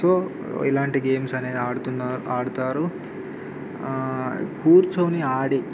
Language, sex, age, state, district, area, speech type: Telugu, male, 18-30, Telangana, Khammam, rural, spontaneous